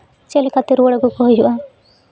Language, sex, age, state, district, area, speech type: Santali, female, 18-30, West Bengal, Jhargram, rural, spontaneous